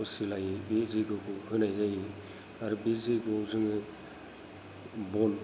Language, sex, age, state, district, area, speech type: Bodo, female, 45-60, Assam, Kokrajhar, rural, spontaneous